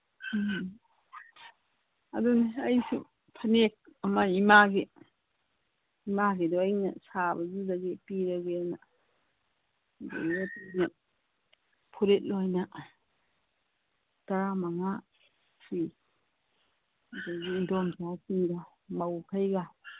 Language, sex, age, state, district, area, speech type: Manipuri, female, 45-60, Manipur, Kangpokpi, urban, conversation